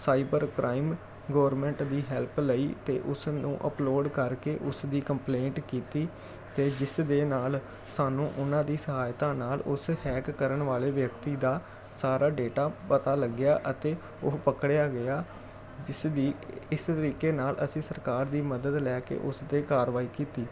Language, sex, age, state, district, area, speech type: Punjabi, male, 30-45, Punjab, Jalandhar, urban, spontaneous